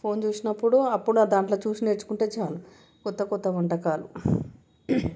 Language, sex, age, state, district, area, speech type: Telugu, female, 30-45, Telangana, Medchal, urban, spontaneous